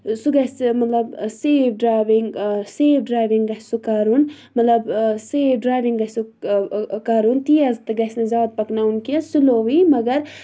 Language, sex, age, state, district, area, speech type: Kashmiri, female, 30-45, Jammu and Kashmir, Budgam, rural, spontaneous